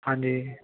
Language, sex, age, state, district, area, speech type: Punjabi, male, 18-30, Punjab, Barnala, rural, conversation